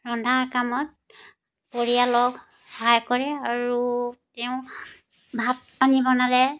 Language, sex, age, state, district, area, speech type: Assamese, female, 60+, Assam, Dibrugarh, rural, spontaneous